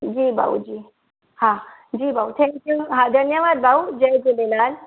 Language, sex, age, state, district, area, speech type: Sindhi, female, 45-60, Gujarat, Surat, urban, conversation